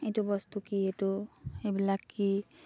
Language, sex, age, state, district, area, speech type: Assamese, female, 18-30, Assam, Sivasagar, rural, spontaneous